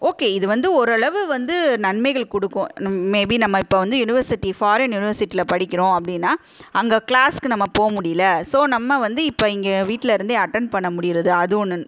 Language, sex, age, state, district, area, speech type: Tamil, female, 30-45, Tamil Nadu, Madurai, urban, spontaneous